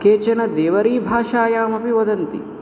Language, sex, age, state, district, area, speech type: Sanskrit, male, 18-30, Andhra Pradesh, Guntur, urban, read